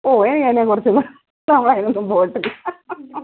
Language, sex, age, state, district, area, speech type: Malayalam, female, 45-60, Kerala, Pathanamthitta, urban, conversation